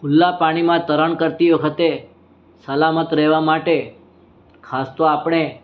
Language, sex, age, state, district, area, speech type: Gujarati, male, 60+, Gujarat, Surat, urban, spontaneous